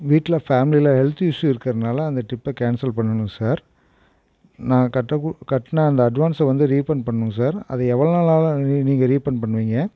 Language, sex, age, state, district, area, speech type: Tamil, male, 45-60, Tamil Nadu, Erode, rural, spontaneous